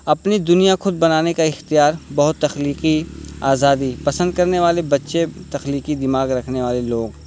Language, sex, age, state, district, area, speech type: Urdu, male, 18-30, Uttar Pradesh, Balrampur, rural, spontaneous